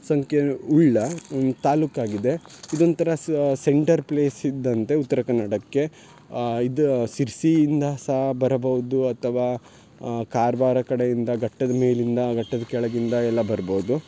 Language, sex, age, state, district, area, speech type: Kannada, male, 18-30, Karnataka, Uttara Kannada, rural, spontaneous